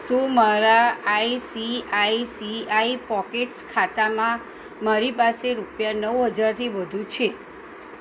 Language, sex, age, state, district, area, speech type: Gujarati, female, 45-60, Gujarat, Kheda, rural, read